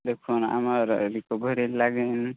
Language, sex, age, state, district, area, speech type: Odia, male, 18-30, Odisha, Subarnapur, urban, conversation